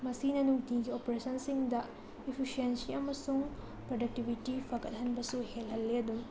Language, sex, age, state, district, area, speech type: Manipuri, female, 30-45, Manipur, Tengnoupal, rural, spontaneous